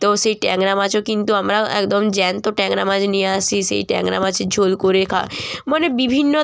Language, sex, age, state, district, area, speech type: Bengali, female, 30-45, West Bengal, Jalpaiguri, rural, spontaneous